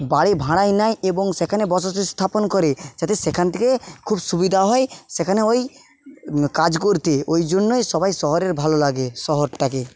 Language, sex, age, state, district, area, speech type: Bengali, male, 30-45, West Bengal, Jhargram, rural, spontaneous